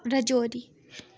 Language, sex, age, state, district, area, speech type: Dogri, female, 18-30, Jammu and Kashmir, Udhampur, rural, spontaneous